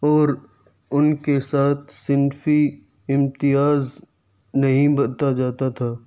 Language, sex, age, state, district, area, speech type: Urdu, male, 45-60, Delhi, Central Delhi, urban, spontaneous